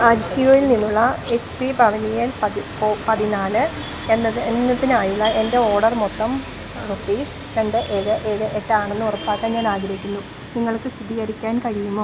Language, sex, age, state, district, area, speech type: Malayalam, female, 30-45, Kerala, Idukki, rural, read